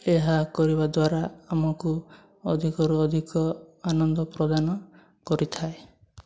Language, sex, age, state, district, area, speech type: Odia, male, 18-30, Odisha, Mayurbhanj, rural, spontaneous